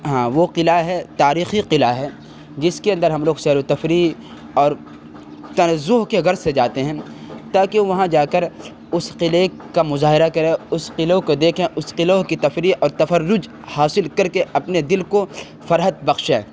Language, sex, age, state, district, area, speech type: Urdu, male, 30-45, Bihar, Khagaria, rural, spontaneous